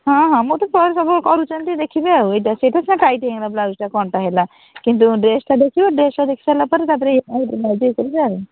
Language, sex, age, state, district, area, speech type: Odia, female, 45-60, Odisha, Kendrapara, urban, conversation